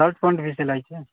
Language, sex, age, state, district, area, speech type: Maithili, male, 60+, Bihar, Sitamarhi, rural, conversation